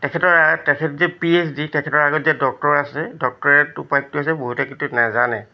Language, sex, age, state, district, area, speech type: Assamese, male, 60+, Assam, Charaideo, urban, spontaneous